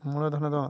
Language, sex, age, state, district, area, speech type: Santali, male, 45-60, Odisha, Mayurbhanj, rural, spontaneous